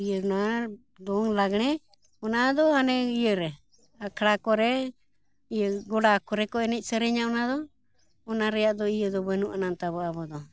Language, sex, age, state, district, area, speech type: Santali, female, 60+, Jharkhand, Bokaro, rural, spontaneous